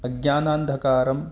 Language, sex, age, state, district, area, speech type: Sanskrit, male, 18-30, Madhya Pradesh, Ujjain, urban, spontaneous